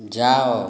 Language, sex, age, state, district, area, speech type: Odia, male, 45-60, Odisha, Boudh, rural, read